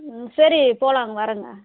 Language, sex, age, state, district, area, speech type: Tamil, female, 30-45, Tamil Nadu, Dharmapuri, rural, conversation